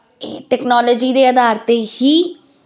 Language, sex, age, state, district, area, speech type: Punjabi, female, 30-45, Punjab, Firozpur, urban, spontaneous